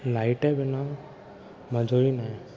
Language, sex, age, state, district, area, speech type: Sindhi, male, 18-30, Maharashtra, Thane, urban, spontaneous